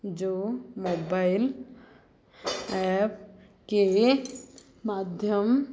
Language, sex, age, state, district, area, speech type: Hindi, female, 45-60, Madhya Pradesh, Chhindwara, rural, read